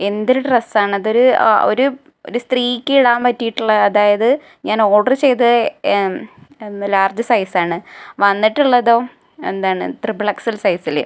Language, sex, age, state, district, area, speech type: Malayalam, female, 18-30, Kerala, Malappuram, rural, spontaneous